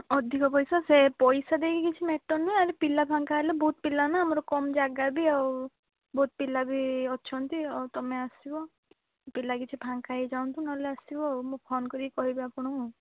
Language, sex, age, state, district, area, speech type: Odia, female, 18-30, Odisha, Balasore, rural, conversation